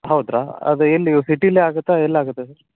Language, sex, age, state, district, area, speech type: Kannada, male, 30-45, Karnataka, Chitradurga, rural, conversation